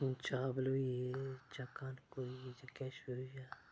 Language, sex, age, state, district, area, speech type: Dogri, male, 30-45, Jammu and Kashmir, Udhampur, rural, spontaneous